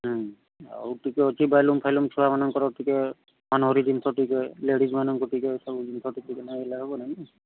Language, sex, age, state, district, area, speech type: Odia, male, 45-60, Odisha, Sundergarh, rural, conversation